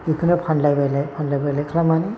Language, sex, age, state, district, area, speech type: Bodo, male, 60+, Assam, Chirang, urban, spontaneous